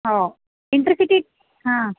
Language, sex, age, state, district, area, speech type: Kannada, female, 30-45, Karnataka, Dharwad, rural, conversation